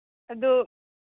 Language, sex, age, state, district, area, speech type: Manipuri, female, 30-45, Manipur, Imphal East, rural, conversation